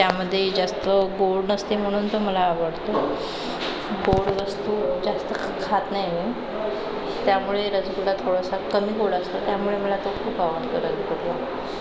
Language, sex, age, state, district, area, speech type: Marathi, female, 30-45, Maharashtra, Nagpur, urban, spontaneous